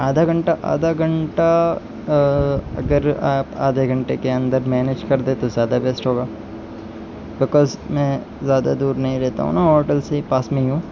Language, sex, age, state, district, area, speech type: Urdu, male, 18-30, Uttar Pradesh, Siddharthnagar, rural, spontaneous